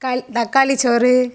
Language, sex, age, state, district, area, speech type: Tamil, female, 18-30, Tamil Nadu, Thoothukudi, rural, spontaneous